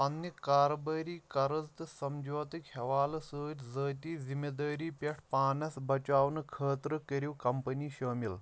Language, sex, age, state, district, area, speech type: Kashmiri, male, 30-45, Jammu and Kashmir, Shopian, rural, read